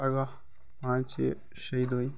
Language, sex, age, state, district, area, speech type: Kashmiri, male, 18-30, Jammu and Kashmir, Baramulla, rural, spontaneous